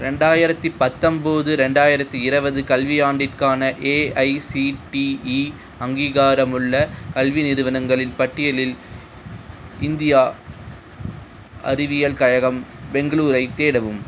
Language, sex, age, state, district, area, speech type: Tamil, male, 45-60, Tamil Nadu, Cuddalore, rural, read